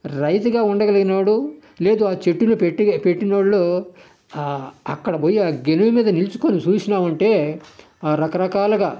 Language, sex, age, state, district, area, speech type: Telugu, male, 60+, Andhra Pradesh, Sri Balaji, urban, spontaneous